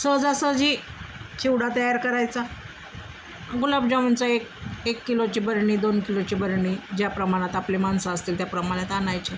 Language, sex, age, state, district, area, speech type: Marathi, female, 45-60, Maharashtra, Osmanabad, rural, spontaneous